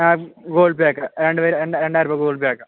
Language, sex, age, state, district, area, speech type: Malayalam, male, 18-30, Kerala, Kasaragod, rural, conversation